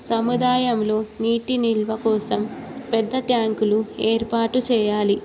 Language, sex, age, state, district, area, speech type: Telugu, female, 18-30, Telangana, Ranga Reddy, urban, spontaneous